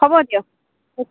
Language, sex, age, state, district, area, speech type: Assamese, female, 45-60, Assam, Dibrugarh, rural, conversation